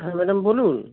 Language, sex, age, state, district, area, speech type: Bengali, male, 30-45, West Bengal, Darjeeling, urban, conversation